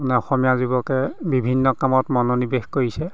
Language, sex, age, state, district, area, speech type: Assamese, male, 45-60, Assam, Golaghat, urban, spontaneous